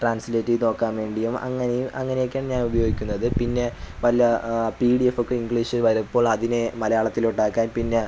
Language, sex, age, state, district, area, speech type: Malayalam, male, 18-30, Kerala, Kollam, rural, spontaneous